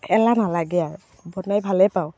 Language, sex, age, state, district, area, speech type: Assamese, female, 30-45, Assam, Barpeta, rural, spontaneous